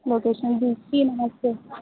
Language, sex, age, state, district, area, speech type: Hindi, female, 30-45, Uttar Pradesh, Sitapur, rural, conversation